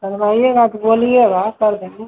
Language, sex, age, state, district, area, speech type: Hindi, female, 45-60, Bihar, Begusarai, rural, conversation